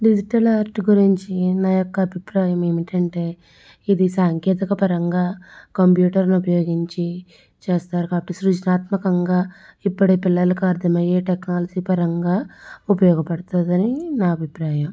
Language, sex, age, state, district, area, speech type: Telugu, female, 18-30, Andhra Pradesh, Konaseema, rural, spontaneous